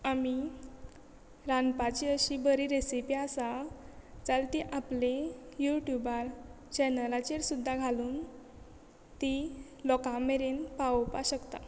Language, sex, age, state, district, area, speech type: Goan Konkani, female, 18-30, Goa, Quepem, rural, spontaneous